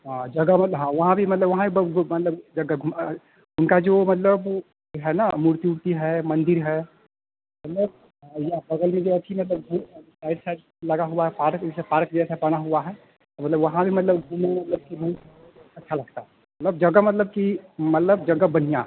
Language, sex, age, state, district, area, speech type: Hindi, male, 30-45, Bihar, Vaishali, urban, conversation